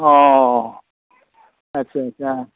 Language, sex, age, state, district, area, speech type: Assamese, male, 60+, Assam, Dhemaji, urban, conversation